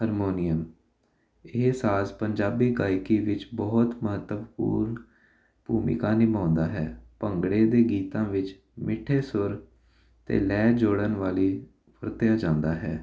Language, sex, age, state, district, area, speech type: Punjabi, male, 18-30, Punjab, Jalandhar, urban, spontaneous